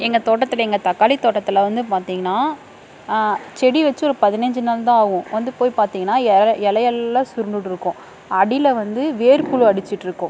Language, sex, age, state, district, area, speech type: Tamil, female, 45-60, Tamil Nadu, Dharmapuri, rural, spontaneous